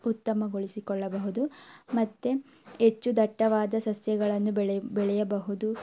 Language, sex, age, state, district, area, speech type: Kannada, female, 18-30, Karnataka, Tumkur, rural, spontaneous